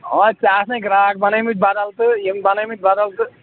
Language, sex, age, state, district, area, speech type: Kashmiri, male, 18-30, Jammu and Kashmir, Ganderbal, rural, conversation